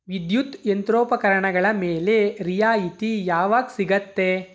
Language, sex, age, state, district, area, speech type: Kannada, male, 18-30, Karnataka, Tumkur, urban, read